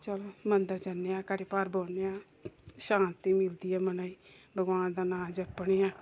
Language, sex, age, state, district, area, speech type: Dogri, female, 30-45, Jammu and Kashmir, Samba, urban, spontaneous